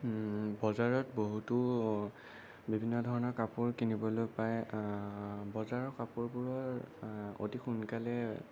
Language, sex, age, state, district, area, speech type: Assamese, male, 18-30, Assam, Sonitpur, urban, spontaneous